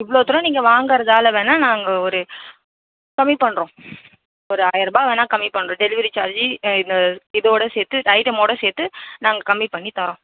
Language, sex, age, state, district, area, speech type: Tamil, female, 18-30, Tamil Nadu, Tiruvannamalai, urban, conversation